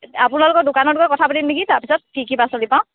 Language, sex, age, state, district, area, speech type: Assamese, female, 30-45, Assam, Morigaon, rural, conversation